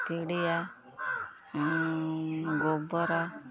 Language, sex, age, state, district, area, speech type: Odia, female, 30-45, Odisha, Jagatsinghpur, rural, spontaneous